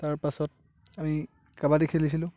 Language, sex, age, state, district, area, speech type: Assamese, male, 18-30, Assam, Lakhimpur, rural, spontaneous